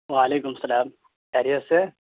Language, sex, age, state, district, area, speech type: Urdu, male, 18-30, Bihar, Purnia, rural, conversation